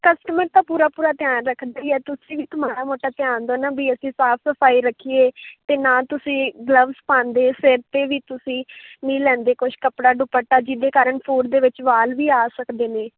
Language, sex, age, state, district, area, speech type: Punjabi, female, 18-30, Punjab, Fazilka, rural, conversation